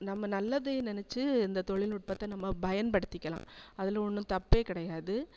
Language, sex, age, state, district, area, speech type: Tamil, female, 45-60, Tamil Nadu, Thanjavur, urban, spontaneous